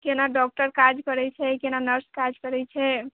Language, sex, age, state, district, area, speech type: Maithili, female, 18-30, Bihar, Sitamarhi, urban, conversation